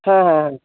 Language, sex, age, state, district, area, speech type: Bengali, male, 45-60, West Bengal, Paschim Medinipur, rural, conversation